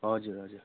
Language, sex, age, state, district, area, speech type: Nepali, male, 18-30, West Bengal, Darjeeling, rural, conversation